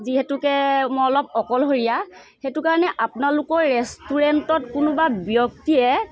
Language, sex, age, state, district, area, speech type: Assamese, female, 45-60, Assam, Sivasagar, urban, spontaneous